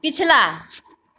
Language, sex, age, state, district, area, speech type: Hindi, female, 30-45, Bihar, Begusarai, rural, read